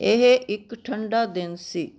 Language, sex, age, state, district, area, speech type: Punjabi, female, 60+, Punjab, Firozpur, urban, read